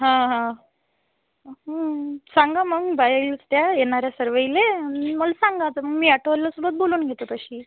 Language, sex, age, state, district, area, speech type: Marathi, female, 45-60, Maharashtra, Amravati, rural, conversation